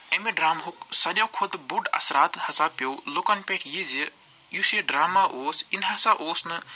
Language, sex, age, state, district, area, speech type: Kashmiri, male, 45-60, Jammu and Kashmir, Srinagar, urban, spontaneous